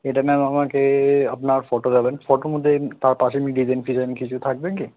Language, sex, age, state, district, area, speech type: Bengali, male, 18-30, West Bengal, Kolkata, urban, conversation